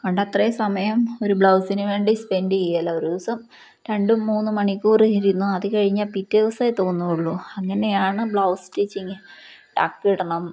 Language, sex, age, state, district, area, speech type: Malayalam, female, 30-45, Kerala, Palakkad, rural, spontaneous